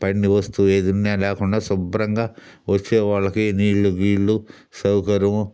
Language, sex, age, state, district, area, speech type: Telugu, male, 60+, Andhra Pradesh, Sri Balaji, urban, spontaneous